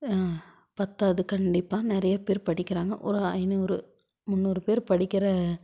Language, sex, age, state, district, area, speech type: Tamil, female, 18-30, Tamil Nadu, Tiruppur, rural, spontaneous